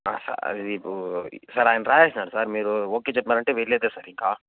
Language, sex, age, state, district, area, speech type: Telugu, male, 18-30, Andhra Pradesh, Chittoor, rural, conversation